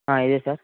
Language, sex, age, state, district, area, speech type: Telugu, male, 18-30, Telangana, Ranga Reddy, urban, conversation